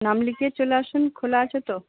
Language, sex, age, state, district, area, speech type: Bengali, female, 60+, West Bengal, Purba Bardhaman, urban, conversation